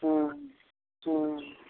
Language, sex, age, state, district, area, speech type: Maithili, male, 45-60, Bihar, Madhepura, rural, conversation